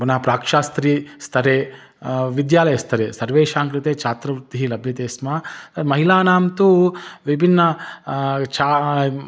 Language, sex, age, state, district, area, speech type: Sanskrit, male, 30-45, Telangana, Hyderabad, urban, spontaneous